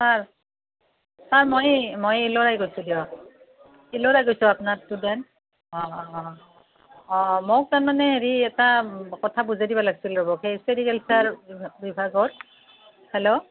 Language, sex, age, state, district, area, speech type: Assamese, female, 45-60, Assam, Barpeta, rural, conversation